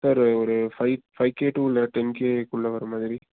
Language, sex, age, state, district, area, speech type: Tamil, male, 18-30, Tamil Nadu, Nilgiris, urban, conversation